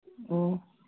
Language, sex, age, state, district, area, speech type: Manipuri, female, 60+, Manipur, Kangpokpi, urban, conversation